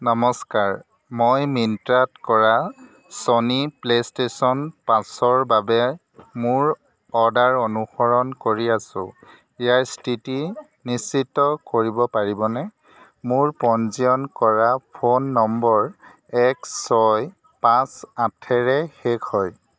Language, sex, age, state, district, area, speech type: Assamese, male, 30-45, Assam, Jorhat, urban, read